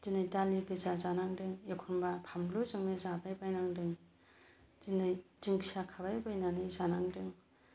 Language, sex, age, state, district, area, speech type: Bodo, female, 45-60, Assam, Kokrajhar, rural, spontaneous